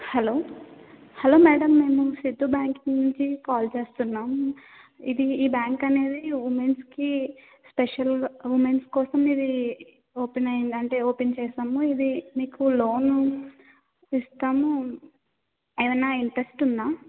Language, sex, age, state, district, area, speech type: Telugu, female, 18-30, Andhra Pradesh, Kakinada, urban, conversation